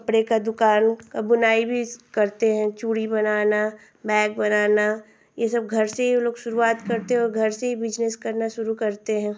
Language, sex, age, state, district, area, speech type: Hindi, female, 18-30, Uttar Pradesh, Ghazipur, rural, spontaneous